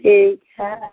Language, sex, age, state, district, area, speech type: Hindi, female, 60+, Bihar, Samastipur, rural, conversation